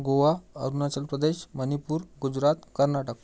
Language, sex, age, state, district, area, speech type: Marathi, male, 30-45, Maharashtra, Amravati, urban, spontaneous